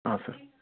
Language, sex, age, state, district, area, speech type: Kannada, male, 18-30, Karnataka, Chitradurga, rural, conversation